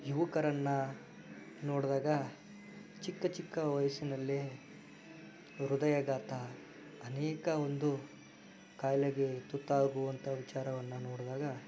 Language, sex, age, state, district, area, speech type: Kannada, male, 30-45, Karnataka, Chikkaballapur, rural, spontaneous